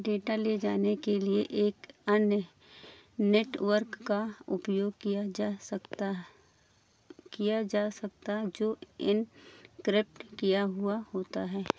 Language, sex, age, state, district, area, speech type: Hindi, female, 45-60, Uttar Pradesh, Ayodhya, rural, read